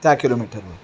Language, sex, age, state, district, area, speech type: Marathi, male, 30-45, Maharashtra, Sangli, urban, spontaneous